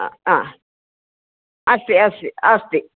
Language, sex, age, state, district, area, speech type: Sanskrit, female, 45-60, Kerala, Thiruvananthapuram, urban, conversation